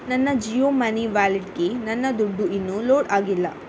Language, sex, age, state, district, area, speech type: Kannada, female, 18-30, Karnataka, Udupi, rural, read